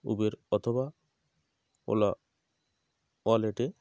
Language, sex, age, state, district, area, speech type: Bengali, male, 30-45, West Bengal, North 24 Parganas, rural, spontaneous